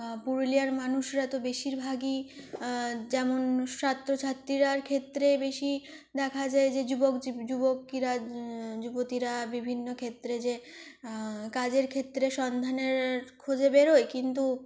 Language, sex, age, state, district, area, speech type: Bengali, female, 18-30, West Bengal, Purulia, urban, spontaneous